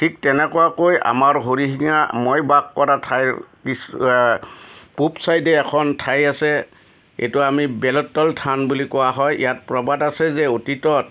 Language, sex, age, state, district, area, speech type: Assamese, male, 60+, Assam, Udalguri, urban, spontaneous